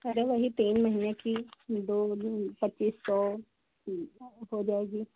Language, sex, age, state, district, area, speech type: Hindi, female, 45-60, Uttar Pradesh, Hardoi, rural, conversation